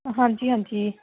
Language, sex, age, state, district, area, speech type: Punjabi, female, 18-30, Punjab, Shaheed Bhagat Singh Nagar, urban, conversation